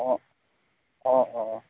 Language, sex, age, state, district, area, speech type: Assamese, male, 18-30, Assam, Golaghat, urban, conversation